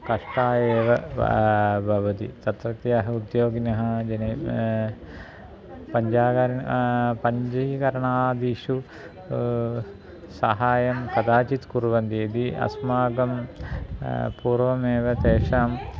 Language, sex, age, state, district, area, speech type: Sanskrit, male, 45-60, Kerala, Thiruvananthapuram, urban, spontaneous